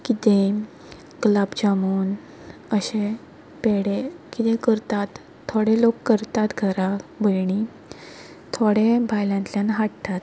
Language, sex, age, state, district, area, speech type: Goan Konkani, female, 18-30, Goa, Quepem, rural, spontaneous